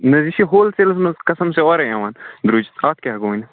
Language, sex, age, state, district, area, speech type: Kashmiri, male, 18-30, Jammu and Kashmir, Kupwara, rural, conversation